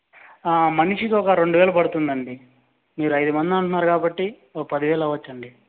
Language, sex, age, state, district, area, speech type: Telugu, male, 30-45, Andhra Pradesh, Chittoor, urban, conversation